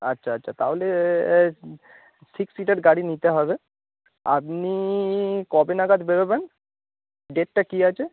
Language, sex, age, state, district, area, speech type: Bengali, male, 30-45, West Bengal, Howrah, urban, conversation